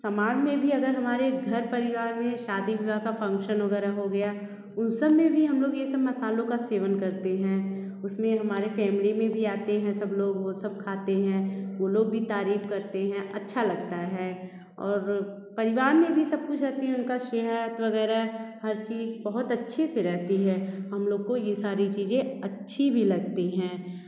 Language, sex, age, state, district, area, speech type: Hindi, female, 30-45, Uttar Pradesh, Bhadohi, urban, spontaneous